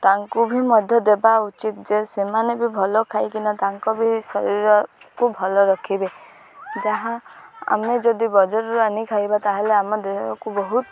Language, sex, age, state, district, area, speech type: Odia, female, 18-30, Odisha, Malkangiri, urban, spontaneous